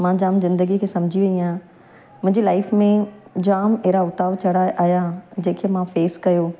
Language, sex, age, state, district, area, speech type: Sindhi, female, 45-60, Gujarat, Surat, urban, spontaneous